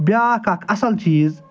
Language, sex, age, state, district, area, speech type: Kashmiri, male, 60+, Jammu and Kashmir, Srinagar, urban, spontaneous